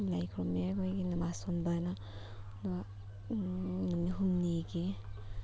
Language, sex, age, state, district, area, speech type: Manipuri, female, 18-30, Manipur, Thoubal, rural, spontaneous